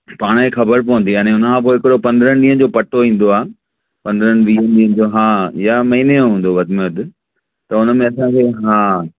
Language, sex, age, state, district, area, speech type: Sindhi, male, 30-45, Maharashtra, Thane, urban, conversation